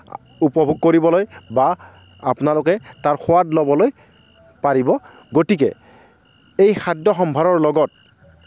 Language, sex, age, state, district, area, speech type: Assamese, male, 30-45, Assam, Kamrup Metropolitan, urban, spontaneous